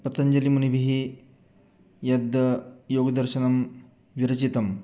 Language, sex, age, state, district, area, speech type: Sanskrit, male, 30-45, Maharashtra, Sangli, urban, spontaneous